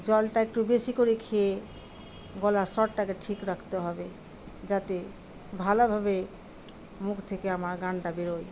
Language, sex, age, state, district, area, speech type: Bengali, female, 45-60, West Bengal, Murshidabad, rural, spontaneous